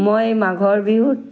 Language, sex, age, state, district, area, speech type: Assamese, female, 60+, Assam, Charaideo, rural, spontaneous